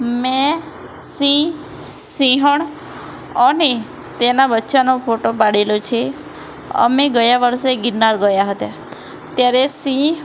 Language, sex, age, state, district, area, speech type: Gujarati, female, 18-30, Gujarat, Ahmedabad, urban, spontaneous